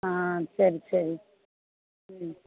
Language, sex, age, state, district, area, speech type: Tamil, female, 45-60, Tamil Nadu, Thoothukudi, rural, conversation